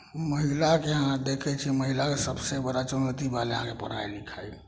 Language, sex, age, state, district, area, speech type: Maithili, male, 30-45, Bihar, Samastipur, rural, spontaneous